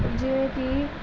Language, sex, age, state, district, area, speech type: Punjabi, female, 18-30, Punjab, Pathankot, urban, spontaneous